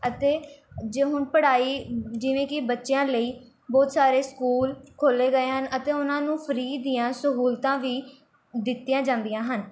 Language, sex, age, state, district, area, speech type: Punjabi, female, 18-30, Punjab, Mohali, rural, spontaneous